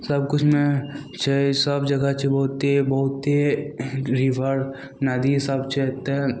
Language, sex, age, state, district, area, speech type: Maithili, male, 18-30, Bihar, Madhepura, rural, spontaneous